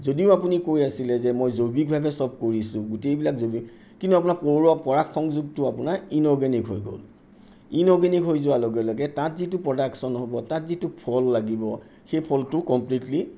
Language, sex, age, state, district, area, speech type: Assamese, male, 60+, Assam, Sonitpur, urban, spontaneous